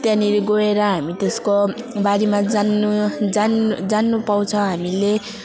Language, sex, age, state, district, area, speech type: Nepali, female, 18-30, West Bengal, Alipurduar, urban, spontaneous